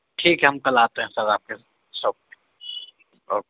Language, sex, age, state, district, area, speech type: Urdu, male, 30-45, Uttar Pradesh, Gautam Buddha Nagar, urban, conversation